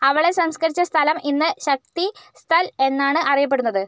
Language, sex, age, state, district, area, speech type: Malayalam, female, 45-60, Kerala, Kozhikode, urban, read